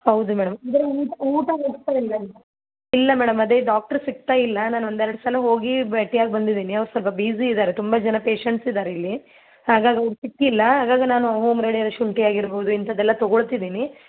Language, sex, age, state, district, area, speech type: Kannada, female, 30-45, Karnataka, Gulbarga, urban, conversation